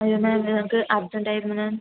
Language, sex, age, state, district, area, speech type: Malayalam, female, 18-30, Kerala, Kasaragod, rural, conversation